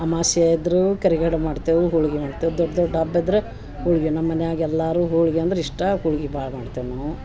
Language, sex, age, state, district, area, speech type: Kannada, female, 60+, Karnataka, Dharwad, rural, spontaneous